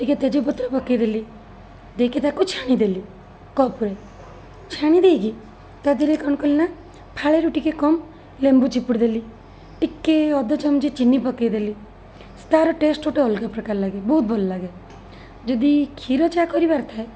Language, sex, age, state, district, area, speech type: Odia, female, 30-45, Odisha, Cuttack, urban, spontaneous